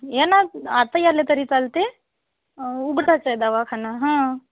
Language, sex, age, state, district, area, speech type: Marathi, female, 45-60, Maharashtra, Amravati, rural, conversation